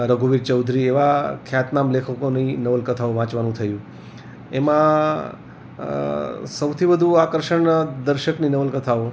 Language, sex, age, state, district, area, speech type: Gujarati, male, 60+, Gujarat, Rajkot, urban, spontaneous